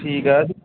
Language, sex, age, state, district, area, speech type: Punjabi, male, 18-30, Punjab, Bathinda, rural, conversation